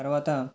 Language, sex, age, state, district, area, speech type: Telugu, male, 18-30, Andhra Pradesh, Nellore, urban, spontaneous